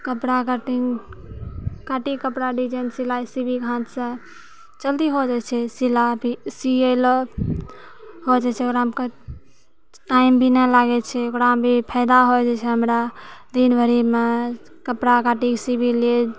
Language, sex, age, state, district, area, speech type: Maithili, female, 30-45, Bihar, Purnia, rural, spontaneous